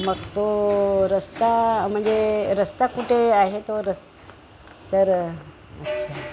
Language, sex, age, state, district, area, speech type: Marathi, female, 60+, Maharashtra, Nagpur, urban, spontaneous